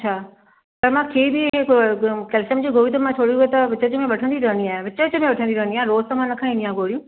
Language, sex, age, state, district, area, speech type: Sindhi, female, 60+, Maharashtra, Mumbai Suburban, urban, conversation